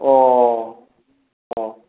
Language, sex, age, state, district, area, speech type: Bodo, male, 45-60, Assam, Chirang, urban, conversation